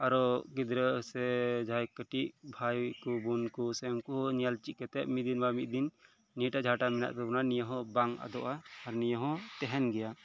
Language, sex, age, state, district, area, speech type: Santali, male, 18-30, West Bengal, Birbhum, rural, spontaneous